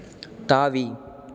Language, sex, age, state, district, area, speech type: Tamil, male, 18-30, Tamil Nadu, Nagapattinam, rural, read